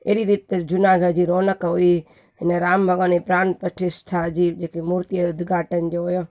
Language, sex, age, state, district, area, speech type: Sindhi, female, 30-45, Gujarat, Junagadh, urban, spontaneous